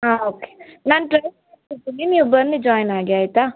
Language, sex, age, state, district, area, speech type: Kannada, female, 18-30, Karnataka, Davanagere, rural, conversation